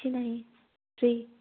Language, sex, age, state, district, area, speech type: Odia, female, 18-30, Odisha, Koraput, urban, conversation